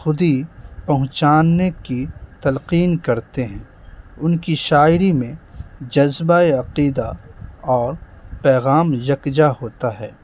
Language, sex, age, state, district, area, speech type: Urdu, male, 18-30, Bihar, Madhubani, rural, spontaneous